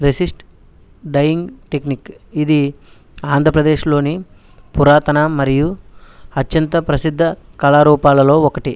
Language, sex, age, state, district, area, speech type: Telugu, male, 30-45, Andhra Pradesh, West Godavari, rural, spontaneous